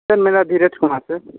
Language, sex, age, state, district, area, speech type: Hindi, male, 45-60, Uttar Pradesh, Sonbhadra, rural, conversation